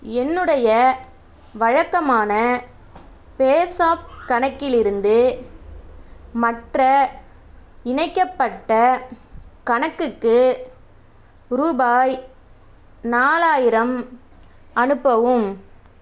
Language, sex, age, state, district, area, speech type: Tamil, female, 30-45, Tamil Nadu, Tiruvarur, urban, read